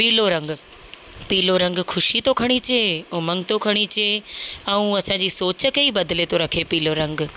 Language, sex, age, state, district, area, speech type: Sindhi, female, 30-45, Rajasthan, Ajmer, urban, spontaneous